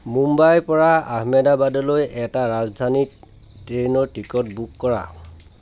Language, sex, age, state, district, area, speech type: Assamese, male, 60+, Assam, Dhemaji, rural, read